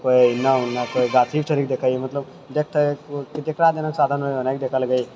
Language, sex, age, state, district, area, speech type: Maithili, male, 60+, Bihar, Purnia, rural, spontaneous